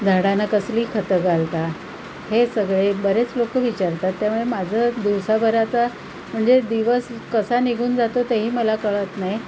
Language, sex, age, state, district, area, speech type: Marathi, female, 60+, Maharashtra, Palghar, urban, spontaneous